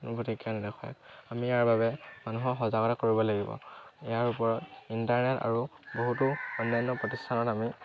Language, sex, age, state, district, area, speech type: Assamese, male, 18-30, Assam, Dhemaji, urban, spontaneous